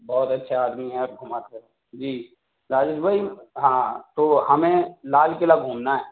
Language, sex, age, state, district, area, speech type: Urdu, male, 30-45, Delhi, South Delhi, rural, conversation